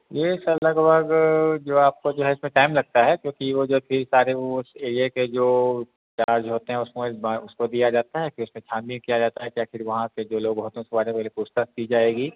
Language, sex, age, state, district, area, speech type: Hindi, male, 30-45, Bihar, Darbhanga, rural, conversation